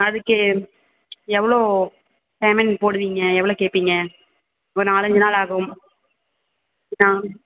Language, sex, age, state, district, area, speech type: Tamil, female, 18-30, Tamil Nadu, Thanjavur, urban, conversation